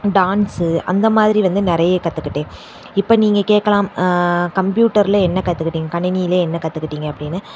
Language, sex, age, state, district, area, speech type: Tamil, female, 18-30, Tamil Nadu, Sivaganga, rural, spontaneous